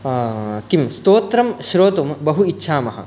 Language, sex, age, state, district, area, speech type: Sanskrit, male, 18-30, Karnataka, Uttara Kannada, rural, spontaneous